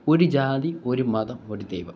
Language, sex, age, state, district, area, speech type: Malayalam, male, 18-30, Kerala, Kollam, rural, spontaneous